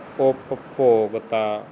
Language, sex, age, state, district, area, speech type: Punjabi, male, 30-45, Punjab, Fazilka, rural, read